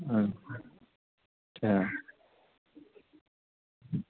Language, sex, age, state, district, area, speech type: Urdu, male, 18-30, Delhi, North West Delhi, urban, conversation